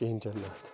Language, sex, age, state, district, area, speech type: Kashmiri, male, 30-45, Jammu and Kashmir, Bandipora, rural, spontaneous